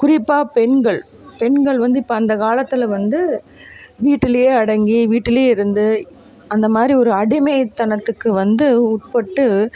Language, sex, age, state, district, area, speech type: Tamil, female, 30-45, Tamil Nadu, Coimbatore, rural, spontaneous